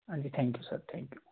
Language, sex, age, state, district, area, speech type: Punjabi, male, 30-45, Punjab, Fazilka, rural, conversation